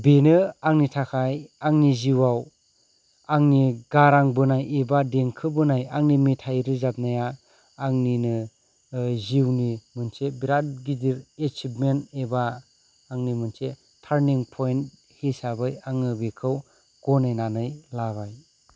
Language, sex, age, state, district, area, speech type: Bodo, male, 30-45, Assam, Kokrajhar, rural, spontaneous